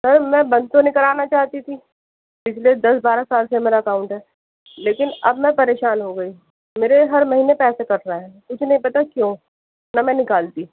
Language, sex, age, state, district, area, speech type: Urdu, female, 30-45, Delhi, East Delhi, urban, conversation